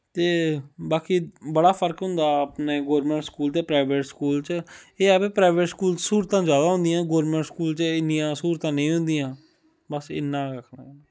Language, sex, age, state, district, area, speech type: Dogri, male, 18-30, Jammu and Kashmir, Samba, rural, spontaneous